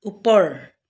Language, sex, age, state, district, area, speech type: Assamese, female, 45-60, Assam, Dibrugarh, urban, read